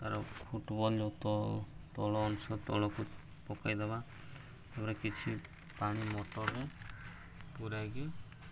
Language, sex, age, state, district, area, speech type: Odia, male, 30-45, Odisha, Subarnapur, urban, spontaneous